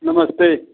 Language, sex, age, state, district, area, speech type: Hindi, male, 60+, Uttar Pradesh, Mau, urban, conversation